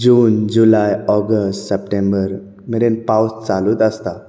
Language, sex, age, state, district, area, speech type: Goan Konkani, male, 18-30, Goa, Bardez, rural, spontaneous